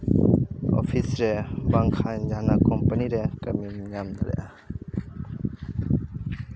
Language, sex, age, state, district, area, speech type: Santali, male, 18-30, West Bengal, Purba Bardhaman, rural, spontaneous